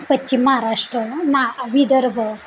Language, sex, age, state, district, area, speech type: Marathi, female, 18-30, Maharashtra, Satara, urban, spontaneous